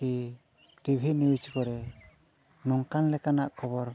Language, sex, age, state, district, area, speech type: Santali, male, 45-60, Odisha, Mayurbhanj, rural, spontaneous